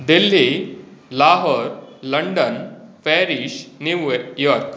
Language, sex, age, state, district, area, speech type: Sanskrit, male, 45-60, West Bengal, Hooghly, rural, spontaneous